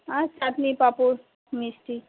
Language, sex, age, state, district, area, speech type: Bengali, female, 45-60, West Bengal, Kolkata, urban, conversation